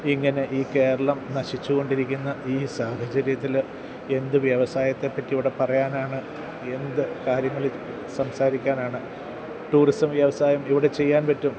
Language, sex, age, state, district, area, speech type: Malayalam, male, 45-60, Kerala, Kottayam, urban, spontaneous